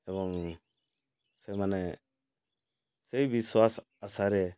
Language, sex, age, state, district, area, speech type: Odia, male, 60+, Odisha, Mayurbhanj, rural, spontaneous